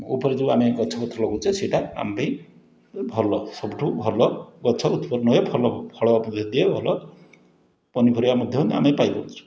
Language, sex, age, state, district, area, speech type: Odia, male, 60+, Odisha, Puri, urban, spontaneous